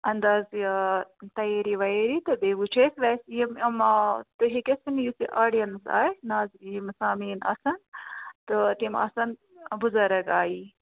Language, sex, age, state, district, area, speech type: Kashmiri, female, 18-30, Jammu and Kashmir, Bandipora, rural, conversation